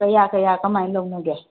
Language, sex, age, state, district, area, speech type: Manipuri, female, 45-60, Manipur, Kakching, rural, conversation